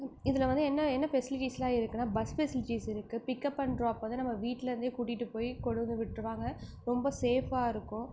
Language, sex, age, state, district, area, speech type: Tamil, female, 30-45, Tamil Nadu, Mayiladuthurai, rural, spontaneous